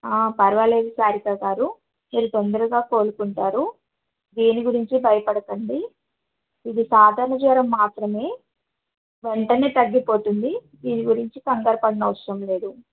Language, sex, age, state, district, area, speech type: Telugu, female, 30-45, Telangana, Khammam, urban, conversation